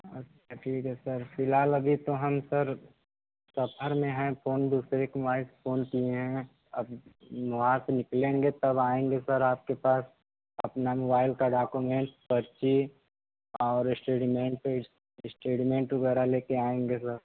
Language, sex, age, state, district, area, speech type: Hindi, male, 18-30, Uttar Pradesh, Mirzapur, rural, conversation